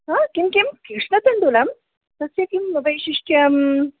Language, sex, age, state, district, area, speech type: Sanskrit, female, 60+, Karnataka, Mysore, urban, conversation